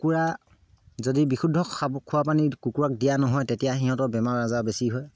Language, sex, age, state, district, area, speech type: Assamese, male, 30-45, Assam, Sivasagar, rural, spontaneous